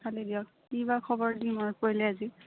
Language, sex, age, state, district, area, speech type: Assamese, female, 18-30, Assam, Udalguri, rural, conversation